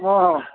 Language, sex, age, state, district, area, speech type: Odia, male, 45-60, Odisha, Sundergarh, rural, conversation